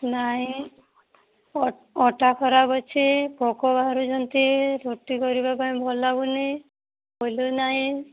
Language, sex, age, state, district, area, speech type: Odia, female, 30-45, Odisha, Boudh, rural, conversation